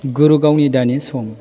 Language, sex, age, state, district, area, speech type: Bodo, male, 18-30, Assam, Chirang, rural, read